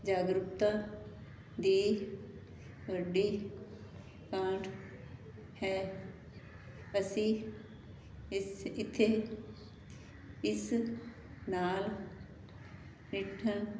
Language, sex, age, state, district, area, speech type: Punjabi, female, 60+, Punjab, Fazilka, rural, read